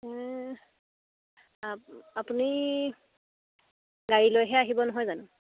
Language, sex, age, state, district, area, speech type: Assamese, female, 18-30, Assam, Dibrugarh, rural, conversation